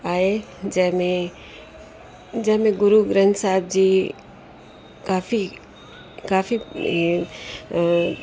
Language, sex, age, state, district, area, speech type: Sindhi, female, 60+, Uttar Pradesh, Lucknow, rural, spontaneous